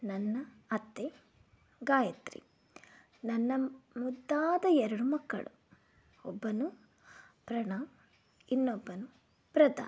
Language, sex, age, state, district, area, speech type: Kannada, female, 30-45, Karnataka, Shimoga, rural, spontaneous